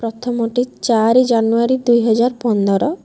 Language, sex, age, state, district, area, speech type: Odia, female, 18-30, Odisha, Rayagada, rural, spontaneous